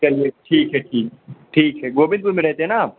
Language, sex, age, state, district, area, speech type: Hindi, male, 18-30, Uttar Pradesh, Pratapgarh, urban, conversation